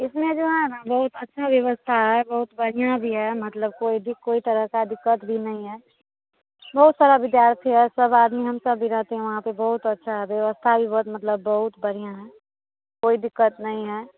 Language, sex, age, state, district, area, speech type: Hindi, female, 18-30, Bihar, Madhepura, rural, conversation